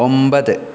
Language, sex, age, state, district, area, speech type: Malayalam, male, 18-30, Kerala, Kannur, rural, read